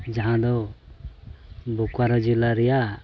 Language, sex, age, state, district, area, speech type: Santali, male, 18-30, Jharkhand, Pakur, rural, spontaneous